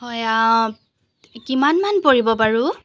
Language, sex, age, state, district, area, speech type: Assamese, female, 30-45, Assam, Jorhat, urban, spontaneous